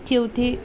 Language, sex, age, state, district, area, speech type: Assamese, female, 18-30, Assam, Nalbari, rural, spontaneous